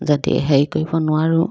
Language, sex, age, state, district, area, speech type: Assamese, female, 30-45, Assam, Dibrugarh, rural, spontaneous